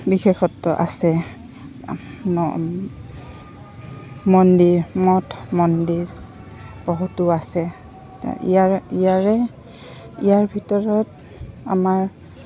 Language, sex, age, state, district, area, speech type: Assamese, female, 45-60, Assam, Goalpara, urban, spontaneous